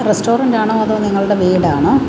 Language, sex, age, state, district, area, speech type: Malayalam, female, 45-60, Kerala, Alappuzha, rural, spontaneous